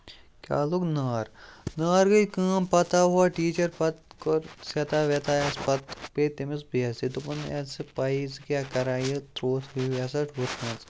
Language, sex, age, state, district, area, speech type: Kashmiri, male, 30-45, Jammu and Kashmir, Kupwara, rural, spontaneous